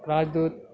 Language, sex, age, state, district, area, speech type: Telugu, male, 60+, Telangana, Hyderabad, urban, spontaneous